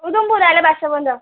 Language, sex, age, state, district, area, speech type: Dogri, female, 30-45, Jammu and Kashmir, Udhampur, urban, conversation